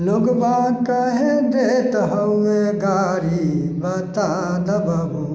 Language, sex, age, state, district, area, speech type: Maithili, male, 45-60, Bihar, Sitamarhi, rural, spontaneous